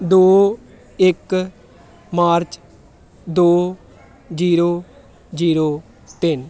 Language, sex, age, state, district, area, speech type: Punjabi, female, 18-30, Punjab, Tarn Taran, urban, spontaneous